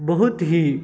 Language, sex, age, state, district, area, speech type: Maithili, male, 18-30, Bihar, Saharsa, rural, spontaneous